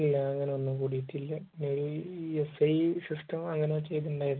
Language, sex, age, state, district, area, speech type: Malayalam, male, 45-60, Kerala, Kozhikode, urban, conversation